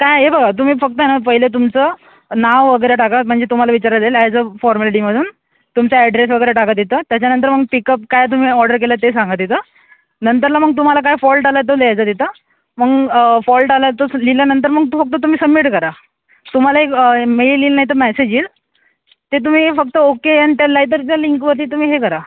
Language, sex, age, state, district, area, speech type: Marathi, male, 18-30, Maharashtra, Thane, urban, conversation